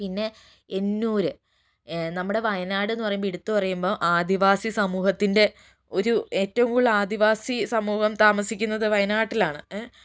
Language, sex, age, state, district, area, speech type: Malayalam, female, 60+, Kerala, Wayanad, rural, spontaneous